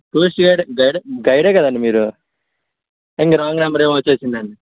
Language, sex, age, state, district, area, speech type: Telugu, male, 45-60, Andhra Pradesh, Vizianagaram, rural, conversation